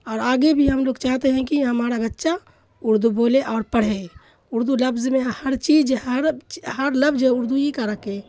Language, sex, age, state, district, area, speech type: Urdu, female, 60+, Bihar, Khagaria, rural, spontaneous